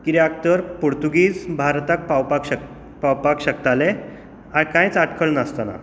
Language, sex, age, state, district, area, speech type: Goan Konkani, male, 30-45, Goa, Tiswadi, rural, spontaneous